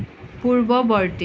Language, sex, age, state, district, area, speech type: Assamese, female, 18-30, Assam, Nalbari, rural, read